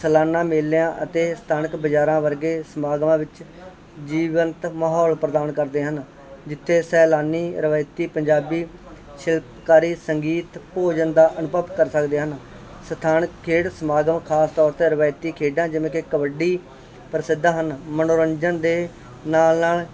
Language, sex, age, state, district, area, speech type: Punjabi, male, 30-45, Punjab, Barnala, urban, spontaneous